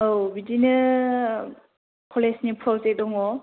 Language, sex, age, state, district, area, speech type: Bodo, female, 18-30, Assam, Chirang, rural, conversation